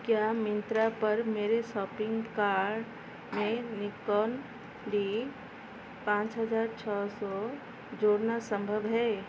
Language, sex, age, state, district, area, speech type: Hindi, female, 45-60, Madhya Pradesh, Chhindwara, rural, read